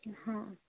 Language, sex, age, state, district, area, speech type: Odia, female, 30-45, Odisha, Subarnapur, urban, conversation